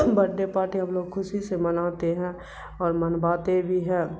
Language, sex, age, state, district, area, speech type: Urdu, female, 45-60, Bihar, Khagaria, rural, spontaneous